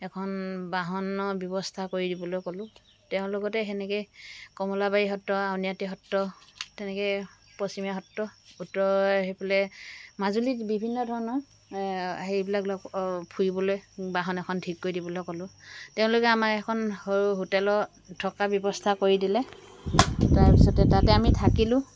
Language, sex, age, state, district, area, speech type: Assamese, female, 60+, Assam, Dibrugarh, rural, spontaneous